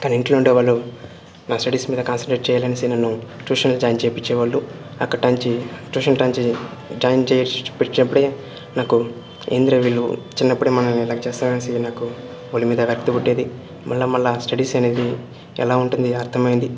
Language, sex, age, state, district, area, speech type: Telugu, male, 18-30, Andhra Pradesh, Sri Balaji, rural, spontaneous